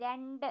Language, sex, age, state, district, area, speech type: Malayalam, female, 30-45, Kerala, Wayanad, rural, read